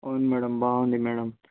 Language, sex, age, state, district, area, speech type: Telugu, male, 18-30, Telangana, Hyderabad, urban, conversation